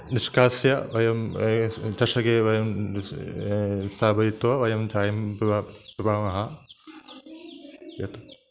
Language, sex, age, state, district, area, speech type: Sanskrit, male, 30-45, Kerala, Ernakulam, rural, spontaneous